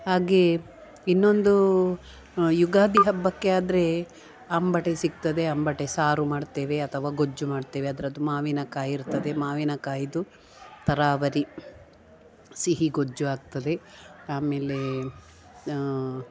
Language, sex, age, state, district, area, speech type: Kannada, female, 45-60, Karnataka, Dakshina Kannada, rural, spontaneous